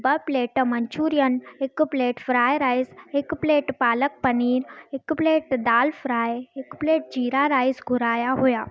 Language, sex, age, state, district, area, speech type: Sindhi, female, 18-30, Gujarat, Surat, urban, spontaneous